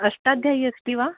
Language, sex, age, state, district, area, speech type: Sanskrit, female, 60+, Maharashtra, Wardha, urban, conversation